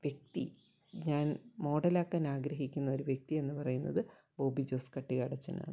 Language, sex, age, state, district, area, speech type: Malayalam, female, 45-60, Kerala, Kottayam, rural, spontaneous